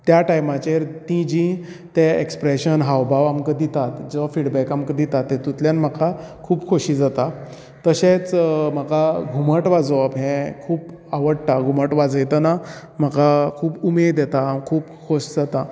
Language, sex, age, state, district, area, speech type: Goan Konkani, male, 30-45, Goa, Canacona, rural, spontaneous